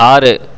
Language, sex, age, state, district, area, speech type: Tamil, male, 18-30, Tamil Nadu, Erode, rural, read